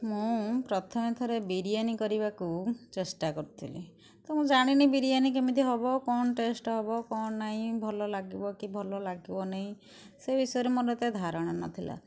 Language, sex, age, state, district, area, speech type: Odia, female, 60+, Odisha, Kendujhar, urban, spontaneous